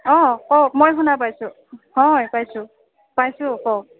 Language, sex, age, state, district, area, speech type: Assamese, female, 30-45, Assam, Goalpara, urban, conversation